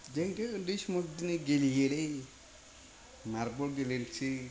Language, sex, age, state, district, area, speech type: Bodo, male, 60+, Assam, Kokrajhar, rural, spontaneous